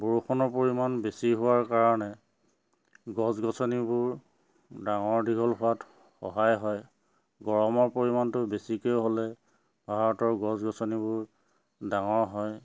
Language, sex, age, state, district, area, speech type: Assamese, male, 45-60, Assam, Charaideo, urban, spontaneous